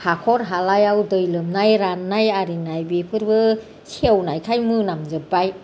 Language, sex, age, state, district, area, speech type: Bodo, female, 60+, Assam, Kokrajhar, rural, spontaneous